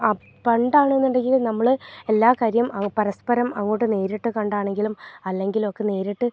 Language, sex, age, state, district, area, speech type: Malayalam, female, 30-45, Kerala, Wayanad, rural, spontaneous